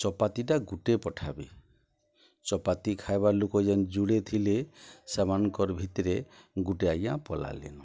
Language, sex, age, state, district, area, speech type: Odia, male, 60+, Odisha, Boudh, rural, spontaneous